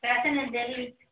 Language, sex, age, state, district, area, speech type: Dogri, female, 18-30, Jammu and Kashmir, Udhampur, rural, conversation